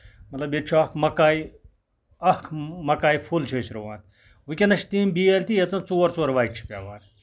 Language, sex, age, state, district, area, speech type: Kashmiri, male, 60+, Jammu and Kashmir, Ganderbal, rural, spontaneous